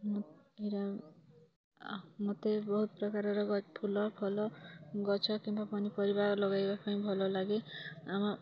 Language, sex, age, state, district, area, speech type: Odia, female, 30-45, Odisha, Kalahandi, rural, spontaneous